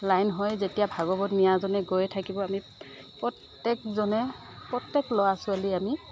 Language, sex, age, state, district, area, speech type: Assamese, female, 60+, Assam, Morigaon, rural, spontaneous